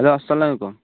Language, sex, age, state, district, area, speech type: Kashmiri, male, 18-30, Jammu and Kashmir, Baramulla, rural, conversation